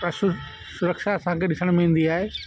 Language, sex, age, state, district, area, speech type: Sindhi, male, 30-45, Delhi, South Delhi, urban, spontaneous